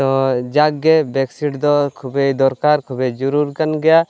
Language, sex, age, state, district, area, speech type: Santali, male, 18-30, West Bengal, Purulia, rural, spontaneous